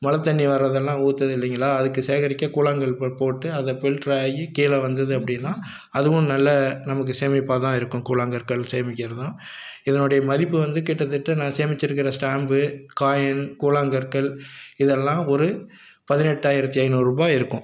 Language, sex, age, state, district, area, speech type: Tamil, male, 45-60, Tamil Nadu, Salem, rural, spontaneous